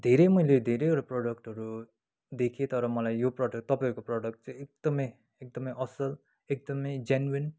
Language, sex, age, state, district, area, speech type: Nepali, male, 30-45, West Bengal, Kalimpong, rural, spontaneous